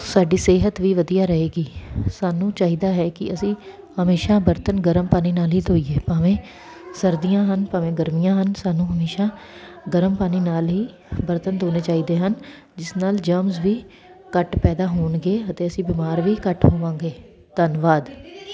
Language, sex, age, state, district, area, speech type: Punjabi, female, 30-45, Punjab, Kapurthala, urban, spontaneous